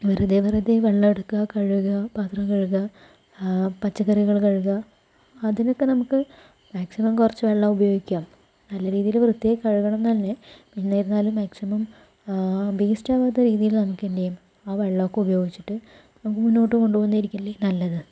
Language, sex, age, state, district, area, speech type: Malayalam, female, 30-45, Kerala, Palakkad, rural, spontaneous